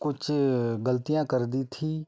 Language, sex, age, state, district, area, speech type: Hindi, male, 30-45, Madhya Pradesh, Betul, rural, spontaneous